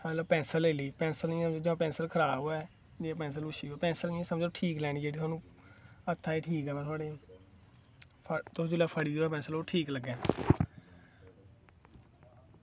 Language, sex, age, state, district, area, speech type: Dogri, male, 18-30, Jammu and Kashmir, Kathua, rural, spontaneous